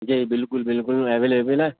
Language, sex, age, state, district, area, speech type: Urdu, male, 18-30, Uttar Pradesh, Rampur, urban, conversation